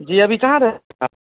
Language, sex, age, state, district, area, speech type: Hindi, male, 30-45, Bihar, Darbhanga, rural, conversation